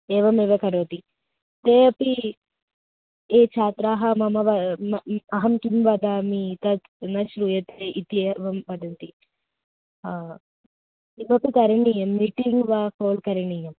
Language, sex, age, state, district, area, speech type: Sanskrit, female, 18-30, Kerala, Kottayam, rural, conversation